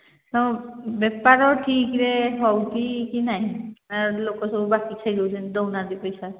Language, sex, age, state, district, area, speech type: Odia, female, 45-60, Odisha, Angul, rural, conversation